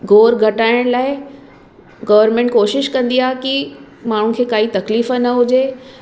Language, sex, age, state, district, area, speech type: Sindhi, female, 30-45, Maharashtra, Mumbai Suburban, urban, spontaneous